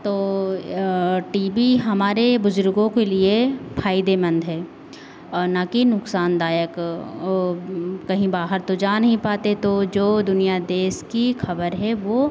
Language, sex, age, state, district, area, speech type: Hindi, female, 30-45, Uttar Pradesh, Lucknow, rural, spontaneous